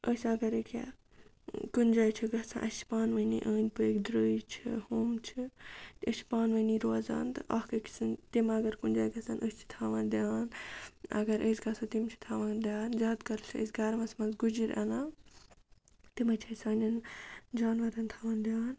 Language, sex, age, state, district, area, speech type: Kashmiri, female, 45-60, Jammu and Kashmir, Ganderbal, rural, spontaneous